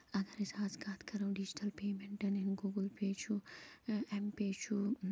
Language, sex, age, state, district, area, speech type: Kashmiri, female, 45-60, Jammu and Kashmir, Kulgam, rural, spontaneous